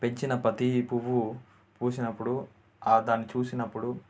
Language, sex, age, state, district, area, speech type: Telugu, male, 18-30, Telangana, Nalgonda, urban, spontaneous